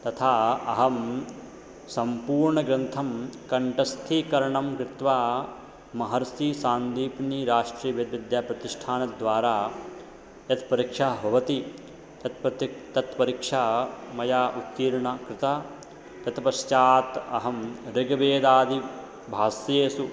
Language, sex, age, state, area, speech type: Sanskrit, male, 18-30, Madhya Pradesh, rural, spontaneous